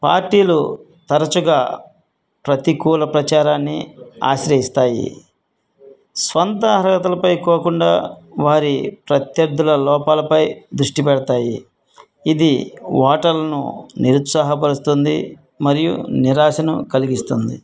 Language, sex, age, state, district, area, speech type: Telugu, male, 45-60, Andhra Pradesh, Guntur, rural, spontaneous